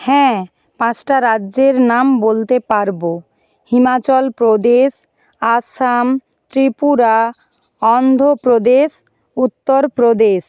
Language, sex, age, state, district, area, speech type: Bengali, female, 45-60, West Bengal, Nadia, rural, spontaneous